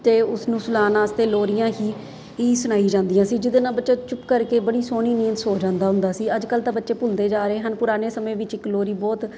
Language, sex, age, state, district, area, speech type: Punjabi, female, 30-45, Punjab, Ludhiana, urban, spontaneous